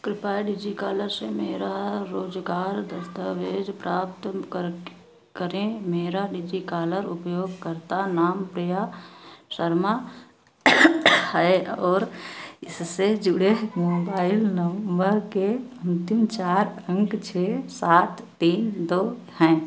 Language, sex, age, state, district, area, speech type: Hindi, female, 60+, Uttar Pradesh, Sitapur, rural, read